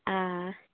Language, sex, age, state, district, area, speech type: Manipuri, female, 18-30, Manipur, Kangpokpi, urban, conversation